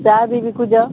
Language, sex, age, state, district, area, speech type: Odia, female, 30-45, Odisha, Sambalpur, rural, conversation